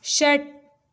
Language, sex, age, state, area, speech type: Sanskrit, female, 18-30, Uttar Pradesh, rural, read